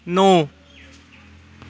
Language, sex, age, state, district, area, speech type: Dogri, male, 18-30, Jammu and Kashmir, Kathua, rural, read